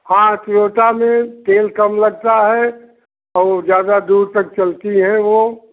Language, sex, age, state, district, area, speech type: Hindi, male, 60+, Uttar Pradesh, Jaunpur, rural, conversation